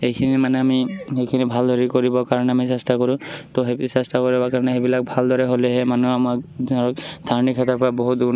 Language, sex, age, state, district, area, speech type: Assamese, male, 18-30, Assam, Barpeta, rural, spontaneous